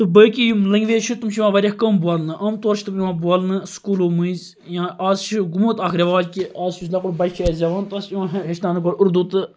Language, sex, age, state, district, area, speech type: Kashmiri, male, 18-30, Jammu and Kashmir, Kupwara, rural, spontaneous